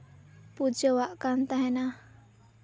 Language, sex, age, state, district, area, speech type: Santali, female, 18-30, West Bengal, Purba Bardhaman, rural, spontaneous